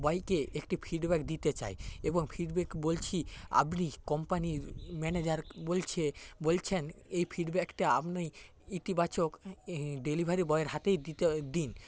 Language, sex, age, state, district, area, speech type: Bengali, male, 60+, West Bengal, Paschim Medinipur, rural, spontaneous